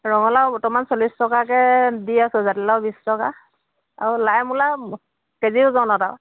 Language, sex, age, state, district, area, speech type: Assamese, female, 45-60, Assam, Dhemaji, rural, conversation